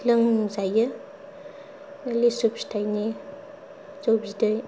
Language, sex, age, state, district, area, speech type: Bodo, female, 18-30, Assam, Kokrajhar, rural, spontaneous